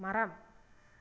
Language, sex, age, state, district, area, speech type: Tamil, female, 45-60, Tamil Nadu, Erode, rural, read